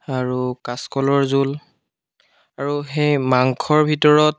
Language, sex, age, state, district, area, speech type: Assamese, male, 18-30, Assam, Biswanath, rural, spontaneous